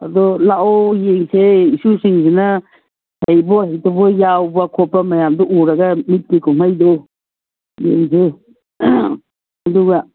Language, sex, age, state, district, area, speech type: Manipuri, female, 45-60, Manipur, Kangpokpi, urban, conversation